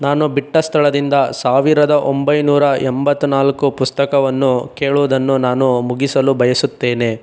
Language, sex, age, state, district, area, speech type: Kannada, male, 30-45, Karnataka, Chikkaballapur, rural, read